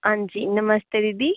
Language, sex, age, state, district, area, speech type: Dogri, female, 30-45, Jammu and Kashmir, Udhampur, urban, conversation